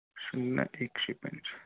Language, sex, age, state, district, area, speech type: Marathi, male, 30-45, Maharashtra, Osmanabad, rural, conversation